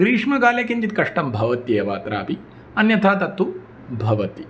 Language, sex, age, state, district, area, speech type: Sanskrit, male, 30-45, Tamil Nadu, Tirunelveli, rural, spontaneous